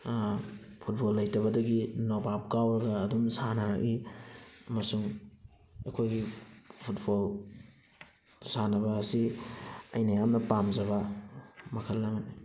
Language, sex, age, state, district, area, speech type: Manipuri, male, 30-45, Manipur, Thoubal, rural, spontaneous